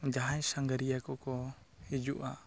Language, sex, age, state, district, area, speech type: Santali, male, 18-30, West Bengal, Purulia, rural, spontaneous